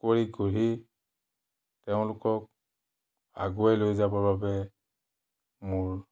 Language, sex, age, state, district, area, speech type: Assamese, male, 60+, Assam, Biswanath, rural, spontaneous